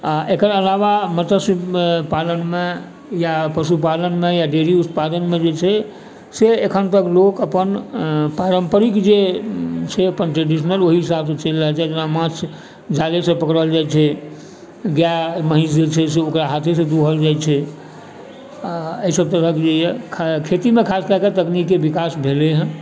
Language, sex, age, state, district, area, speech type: Maithili, male, 45-60, Bihar, Supaul, rural, spontaneous